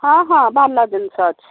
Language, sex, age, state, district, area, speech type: Odia, female, 60+, Odisha, Jharsuguda, rural, conversation